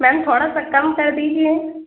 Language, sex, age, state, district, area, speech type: Urdu, female, 30-45, Uttar Pradesh, Lucknow, rural, conversation